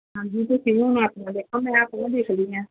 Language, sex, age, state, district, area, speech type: Punjabi, female, 30-45, Punjab, Pathankot, urban, conversation